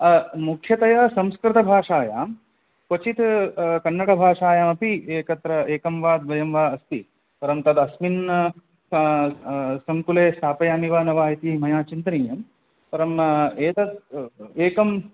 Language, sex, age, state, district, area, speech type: Sanskrit, male, 30-45, Karnataka, Udupi, urban, conversation